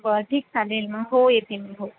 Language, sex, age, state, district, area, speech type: Marathi, female, 18-30, Maharashtra, Buldhana, rural, conversation